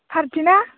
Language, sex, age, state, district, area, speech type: Bodo, female, 18-30, Assam, Baksa, rural, conversation